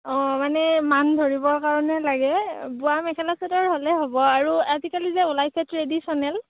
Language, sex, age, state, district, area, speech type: Assamese, female, 18-30, Assam, Kamrup Metropolitan, urban, conversation